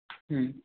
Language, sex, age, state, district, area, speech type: Bengali, male, 18-30, West Bengal, Paschim Bardhaman, rural, conversation